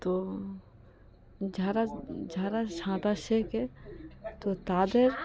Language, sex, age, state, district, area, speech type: Bengali, female, 18-30, West Bengal, Cooch Behar, urban, spontaneous